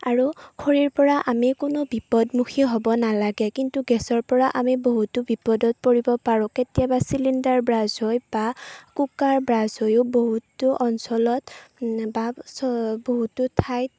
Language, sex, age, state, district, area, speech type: Assamese, female, 18-30, Assam, Chirang, rural, spontaneous